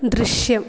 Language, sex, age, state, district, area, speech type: Malayalam, female, 18-30, Kerala, Malappuram, rural, read